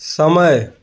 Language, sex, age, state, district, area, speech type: Hindi, male, 45-60, Uttar Pradesh, Azamgarh, rural, read